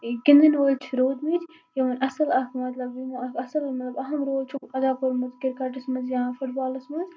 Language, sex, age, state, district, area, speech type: Kashmiri, female, 18-30, Jammu and Kashmir, Baramulla, urban, spontaneous